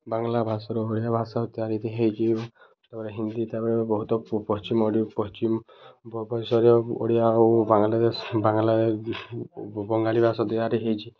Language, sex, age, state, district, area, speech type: Odia, male, 18-30, Odisha, Subarnapur, urban, spontaneous